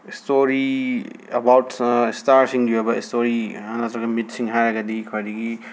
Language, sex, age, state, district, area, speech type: Manipuri, male, 18-30, Manipur, Imphal West, urban, spontaneous